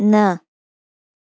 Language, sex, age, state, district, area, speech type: Sindhi, female, 18-30, Gujarat, Junagadh, rural, read